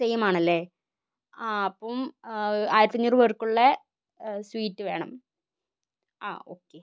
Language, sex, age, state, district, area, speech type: Malayalam, female, 30-45, Kerala, Kozhikode, urban, spontaneous